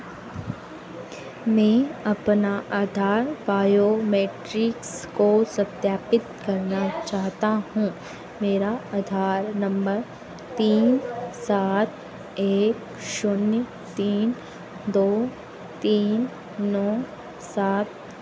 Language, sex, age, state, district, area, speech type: Hindi, female, 18-30, Madhya Pradesh, Harda, urban, read